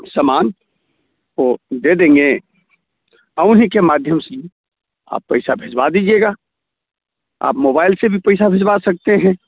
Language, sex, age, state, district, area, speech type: Hindi, male, 45-60, Bihar, Muzaffarpur, rural, conversation